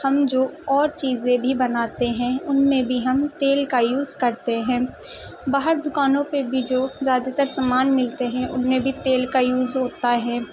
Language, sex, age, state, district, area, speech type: Urdu, female, 18-30, Delhi, Central Delhi, urban, spontaneous